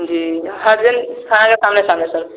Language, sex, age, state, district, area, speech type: Maithili, male, 18-30, Bihar, Sitamarhi, rural, conversation